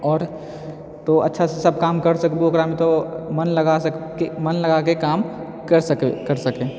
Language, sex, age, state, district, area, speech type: Maithili, male, 30-45, Bihar, Purnia, rural, spontaneous